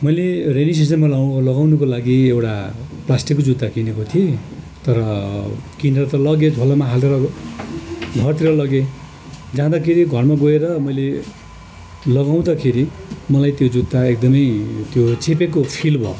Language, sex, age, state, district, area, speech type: Nepali, male, 60+, West Bengal, Darjeeling, rural, spontaneous